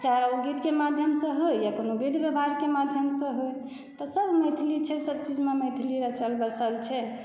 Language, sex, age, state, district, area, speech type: Maithili, female, 30-45, Bihar, Saharsa, rural, spontaneous